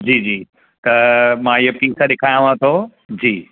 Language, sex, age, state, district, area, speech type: Sindhi, male, 30-45, Gujarat, Surat, urban, conversation